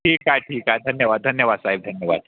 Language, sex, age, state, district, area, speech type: Marathi, male, 30-45, Maharashtra, Wardha, urban, conversation